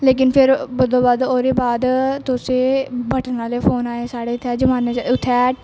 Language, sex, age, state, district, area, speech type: Dogri, female, 18-30, Jammu and Kashmir, Jammu, urban, spontaneous